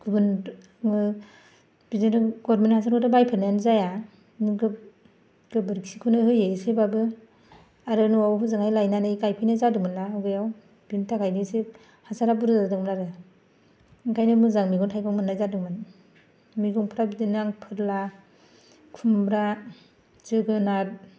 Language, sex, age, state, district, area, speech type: Bodo, female, 30-45, Assam, Kokrajhar, rural, spontaneous